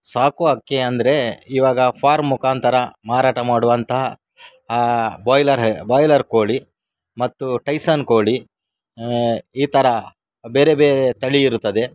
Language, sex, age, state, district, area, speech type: Kannada, male, 60+, Karnataka, Udupi, rural, spontaneous